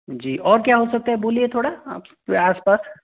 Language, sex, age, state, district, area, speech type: Hindi, male, 18-30, Rajasthan, Jaipur, urban, conversation